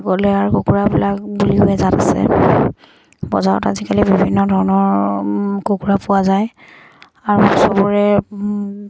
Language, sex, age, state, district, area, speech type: Assamese, female, 45-60, Assam, Dibrugarh, rural, spontaneous